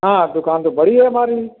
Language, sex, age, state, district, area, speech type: Hindi, male, 60+, Uttar Pradesh, Azamgarh, rural, conversation